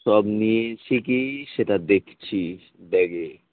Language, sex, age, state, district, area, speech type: Bengali, male, 30-45, West Bengal, Kolkata, urban, conversation